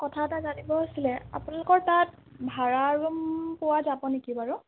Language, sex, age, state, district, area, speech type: Assamese, female, 30-45, Assam, Sonitpur, rural, conversation